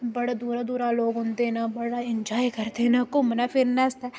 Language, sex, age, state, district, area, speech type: Dogri, female, 18-30, Jammu and Kashmir, Udhampur, rural, spontaneous